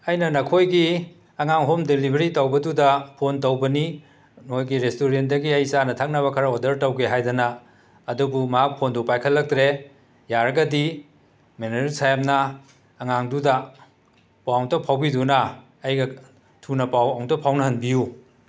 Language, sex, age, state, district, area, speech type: Manipuri, male, 60+, Manipur, Imphal West, urban, spontaneous